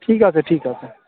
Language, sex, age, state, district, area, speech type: Bengali, male, 18-30, West Bengal, Murshidabad, urban, conversation